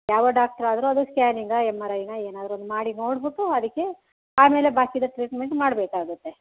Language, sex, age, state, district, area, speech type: Kannada, female, 60+, Karnataka, Kodagu, rural, conversation